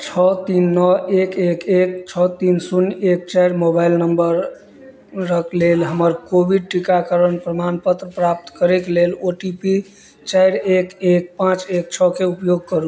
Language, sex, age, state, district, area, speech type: Maithili, male, 30-45, Bihar, Madhubani, rural, read